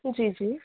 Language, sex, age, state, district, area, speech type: Sindhi, female, 18-30, Uttar Pradesh, Lucknow, urban, conversation